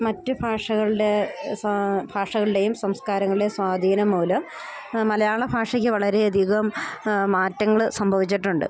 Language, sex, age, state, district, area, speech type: Malayalam, female, 30-45, Kerala, Idukki, rural, spontaneous